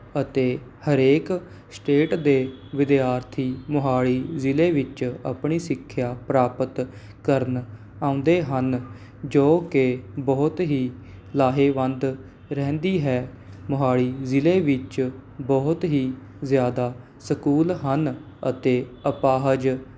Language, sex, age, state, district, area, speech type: Punjabi, male, 18-30, Punjab, Mohali, urban, spontaneous